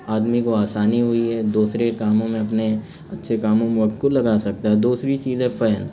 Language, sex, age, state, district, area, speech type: Urdu, male, 30-45, Uttar Pradesh, Azamgarh, rural, spontaneous